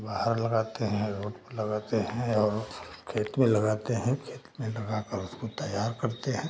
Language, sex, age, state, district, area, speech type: Hindi, male, 60+, Uttar Pradesh, Chandauli, rural, spontaneous